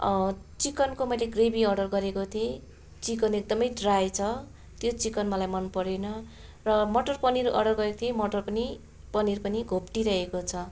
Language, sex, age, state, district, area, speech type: Nepali, female, 30-45, West Bengal, Darjeeling, rural, spontaneous